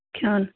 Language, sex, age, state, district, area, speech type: Kashmiri, female, 18-30, Jammu and Kashmir, Shopian, urban, conversation